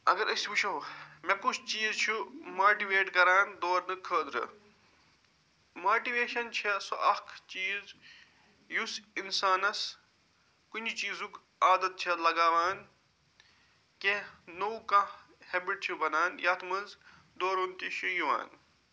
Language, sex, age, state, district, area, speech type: Kashmiri, male, 45-60, Jammu and Kashmir, Budgam, urban, spontaneous